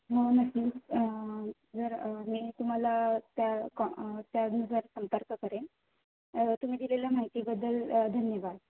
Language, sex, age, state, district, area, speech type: Marathi, female, 18-30, Maharashtra, Ratnagiri, rural, conversation